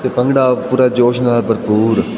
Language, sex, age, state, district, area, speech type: Punjabi, male, 18-30, Punjab, Fazilka, rural, spontaneous